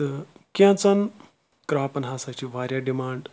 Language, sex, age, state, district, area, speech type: Kashmiri, male, 30-45, Jammu and Kashmir, Anantnag, rural, spontaneous